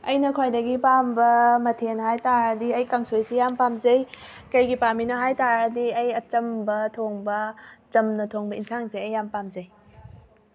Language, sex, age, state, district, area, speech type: Manipuri, female, 18-30, Manipur, Thoubal, rural, spontaneous